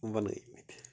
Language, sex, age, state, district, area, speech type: Kashmiri, male, 30-45, Jammu and Kashmir, Bandipora, rural, spontaneous